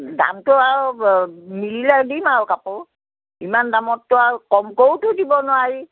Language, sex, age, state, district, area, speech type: Assamese, female, 60+, Assam, Biswanath, rural, conversation